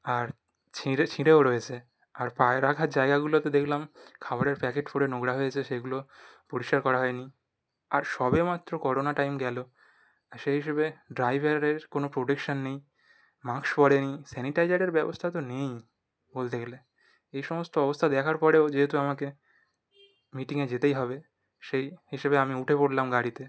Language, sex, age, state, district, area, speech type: Bengali, male, 18-30, West Bengal, North 24 Parganas, urban, spontaneous